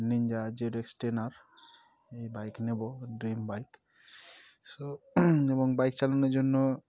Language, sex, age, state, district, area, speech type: Bengali, male, 18-30, West Bengal, Murshidabad, urban, spontaneous